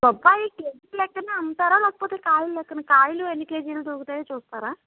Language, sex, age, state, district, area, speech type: Telugu, female, 60+, Andhra Pradesh, Konaseema, rural, conversation